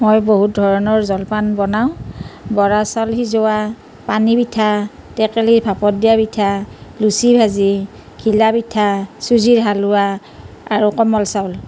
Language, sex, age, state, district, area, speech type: Assamese, female, 45-60, Assam, Nalbari, rural, spontaneous